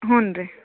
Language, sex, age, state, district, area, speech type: Kannada, female, 30-45, Karnataka, Koppal, rural, conversation